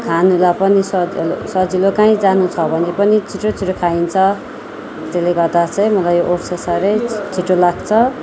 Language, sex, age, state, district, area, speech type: Nepali, female, 30-45, West Bengal, Darjeeling, rural, spontaneous